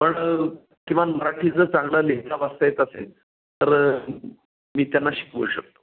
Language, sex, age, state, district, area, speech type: Marathi, male, 45-60, Maharashtra, Pune, urban, conversation